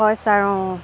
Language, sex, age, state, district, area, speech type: Assamese, female, 30-45, Assam, Golaghat, rural, spontaneous